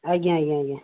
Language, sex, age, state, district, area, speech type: Odia, male, 30-45, Odisha, Kandhamal, rural, conversation